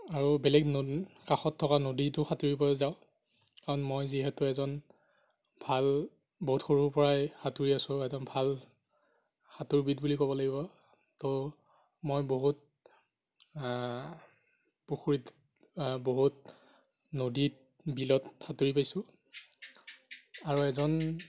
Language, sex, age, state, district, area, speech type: Assamese, male, 30-45, Assam, Darrang, rural, spontaneous